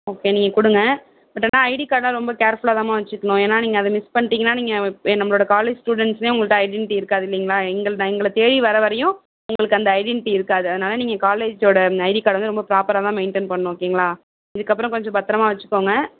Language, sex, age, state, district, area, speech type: Tamil, female, 60+, Tamil Nadu, Tiruvarur, rural, conversation